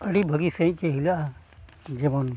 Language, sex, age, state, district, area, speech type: Santali, male, 45-60, Odisha, Mayurbhanj, rural, spontaneous